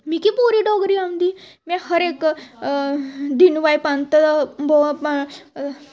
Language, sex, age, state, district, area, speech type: Dogri, female, 18-30, Jammu and Kashmir, Samba, rural, spontaneous